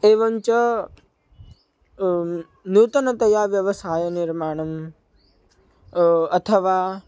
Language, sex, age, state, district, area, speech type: Sanskrit, male, 18-30, Maharashtra, Buldhana, urban, spontaneous